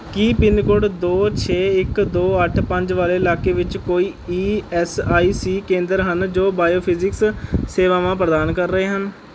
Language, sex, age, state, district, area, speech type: Punjabi, male, 18-30, Punjab, Rupnagar, urban, read